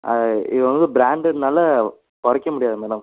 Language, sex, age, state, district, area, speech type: Tamil, male, 18-30, Tamil Nadu, Ariyalur, rural, conversation